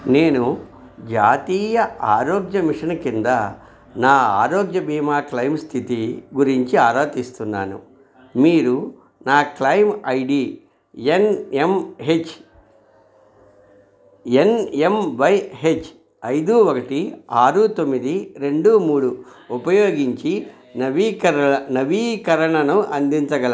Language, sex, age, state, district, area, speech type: Telugu, male, 45-60, Andhra Pradesh, Krishna, rural, read